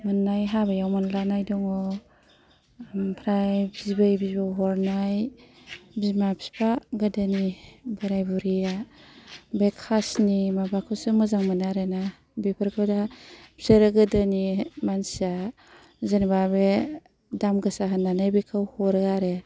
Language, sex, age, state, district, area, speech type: Bodo, female, 60+, Assam, Kokrajhar, urban, spontaneous